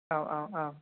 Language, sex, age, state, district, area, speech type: Bodo, male, 18-30, Assam, Kokrajhar, rural, conversation